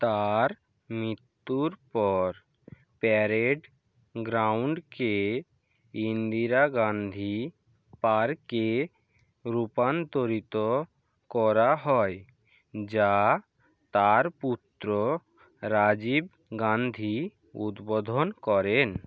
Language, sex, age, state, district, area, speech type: Bengali, male, 45-60, West Bengal, Purba Medinipur, rural, read